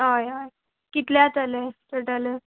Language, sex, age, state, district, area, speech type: Goan Konkani, female, 18-30, Goa, Canacona, rural, conversation